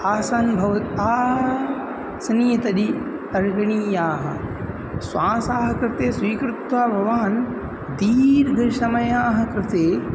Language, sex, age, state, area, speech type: Sanskrit, male, 18-30, Uttar Pradesh, urban, spontaneous